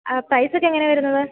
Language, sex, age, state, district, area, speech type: Malayalam, female, 18-30, Kerala, Idukki, rural, conversation